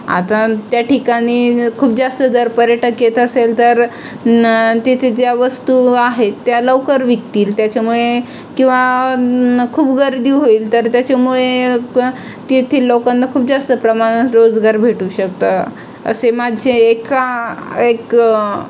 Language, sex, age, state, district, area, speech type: Marathi, female, 18-30, Maharashtra, Aurangabad, rural, spontaneous